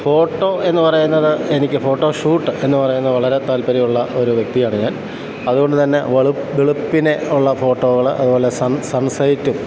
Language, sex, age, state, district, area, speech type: Malayalam, male, 45-60, Kerala, Kottayam, urban, spontaneous